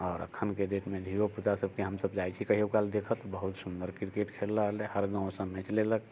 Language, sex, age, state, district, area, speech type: Maithili, male, 45-60, Bihar, Muzaffarpur, rural, spontaneous